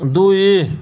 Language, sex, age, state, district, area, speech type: Odia, male, 30-45, Odisha, Subarnapur, urban, read